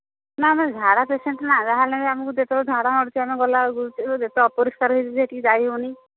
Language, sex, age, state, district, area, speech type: Odia, female, 45-60, Odisha, Angul, rural, conversation